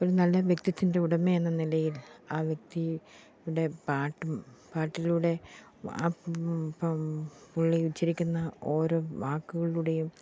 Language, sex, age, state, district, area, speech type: Malayalam, female, 45-60, Kerala, Pathanamthitta, rural, spontaneous